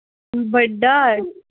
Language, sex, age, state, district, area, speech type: Dogri, female, 18-30, Jammu and Kashmir, Samba, urban, conversation